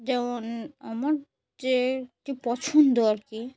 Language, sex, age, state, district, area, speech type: Bengali, female, 18-30, West Bengal, Murshidabad, urban, spontaneous